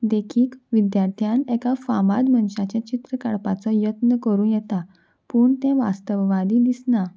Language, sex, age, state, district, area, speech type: Goan Konkani, female, 18-30, Goa, Salcete, urban, spontaneous